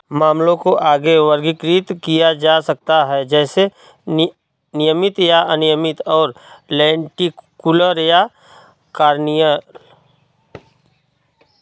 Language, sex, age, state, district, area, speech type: Hindi, male, 45-60, Uttar Pradesh, Prayagraj, rural, read